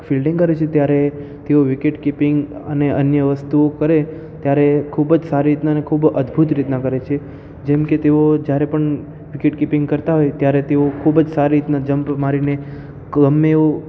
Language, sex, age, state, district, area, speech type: Gujarati, male, 18-30, Gujarat, Ahmedabad, urban, spontaneous